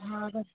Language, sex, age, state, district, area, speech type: Maithili, female, 18-30, Bihar, Purnia, rural, conversation